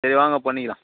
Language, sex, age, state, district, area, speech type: Tamil, male, 30-45, Tamil Nadu, Chengalpattu, rural, conversation